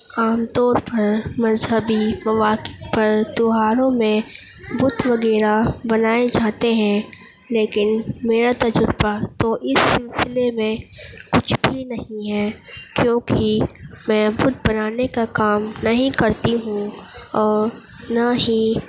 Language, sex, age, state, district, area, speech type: Urdu, female, 18-30, Uttar Pradesh, Gautam Buddha Nagar, urban, spontaneous